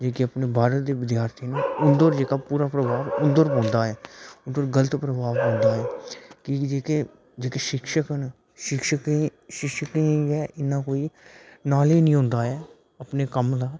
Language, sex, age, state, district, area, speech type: Dogri, male, 30-45, Jammu and Kashmir, Udhampur, urban, spontaneous